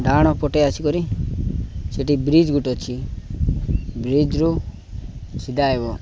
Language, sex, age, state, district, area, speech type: Odia, male, 18-30, Odisha, Nabarangpur, urban, spontaneous